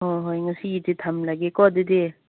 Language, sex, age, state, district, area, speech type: Manipuri, female, 30-45, Manipur, Chandel, rural, conversation